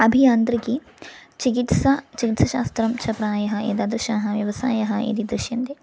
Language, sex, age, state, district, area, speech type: Sanskrit, female, 18-30, Kerala, Thrissur, rural, spontaneous